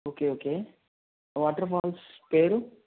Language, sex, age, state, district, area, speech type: Telugu, male, 30-45, Andhra Pradesh, Chittoor, urban, conversation